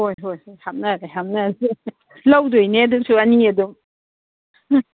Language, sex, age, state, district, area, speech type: Manipuri, female, 45-60, Manipur, Kangpokpi, urban, conversation